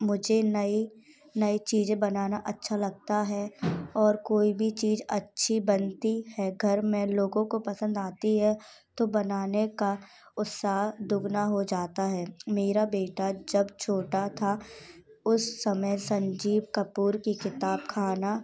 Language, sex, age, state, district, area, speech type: Hindi, female, 18-30, Madhya Pradesh, Gwalior, rural, spontaneous